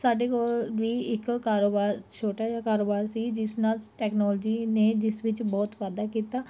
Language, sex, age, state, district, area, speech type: Punjabi, female, 18-30, Punjab, Mansa, urban, spontaneous